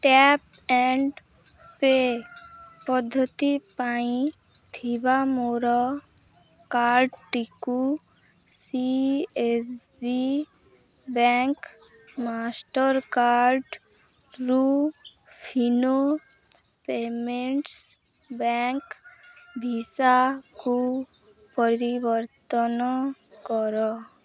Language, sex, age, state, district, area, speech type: Odia, female, 18-30, Odisha, Malkangiri, urban, read